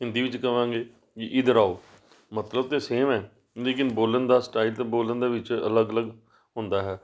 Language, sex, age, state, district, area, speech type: Punjabi, male, 45-60, Punjab, Amritsar, urban, spontaneous